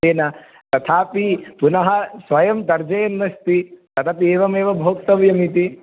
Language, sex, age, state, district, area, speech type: Sanskrit, male, 18-30, Andhra Pradesh, Palnadu, rural, conversation